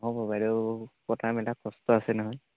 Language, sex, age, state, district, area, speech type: Assamese, male, 18-30, Assam, Lakhimpur, rural, conversation